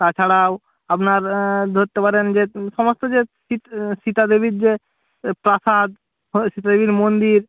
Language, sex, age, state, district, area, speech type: Bengali, male, 18-30, West Bengal, Jalpaiguri, rural, conversation